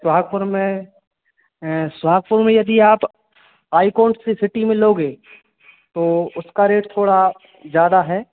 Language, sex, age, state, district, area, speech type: Hindi, male, 18-30, Madhya Pradesh, Hoshangabad, urban, conversation